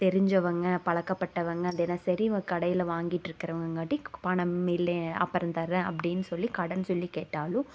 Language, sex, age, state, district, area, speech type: Tamil, female, 18-30, Tamil Nadu, Tiruppur, rural, spontaneous